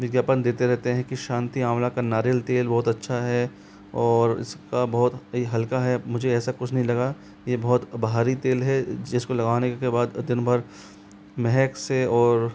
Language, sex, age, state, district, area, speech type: Hindi, male, 45-60, Rajasthan, Jaipur, urban, spontaneous